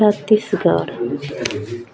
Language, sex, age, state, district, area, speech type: Odia, female, 18-30, Odisha, Nuapada, urban, spontaneous